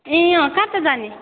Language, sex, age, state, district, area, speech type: Nepali, female, 18-30, West Bengal, Kalimpong, rural, conversation